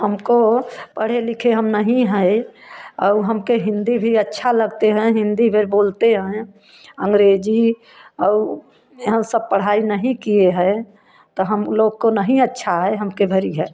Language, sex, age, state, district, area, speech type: Hindi, female, 60+, Uttar Pradesh, Prayagraj, urban, spontaneous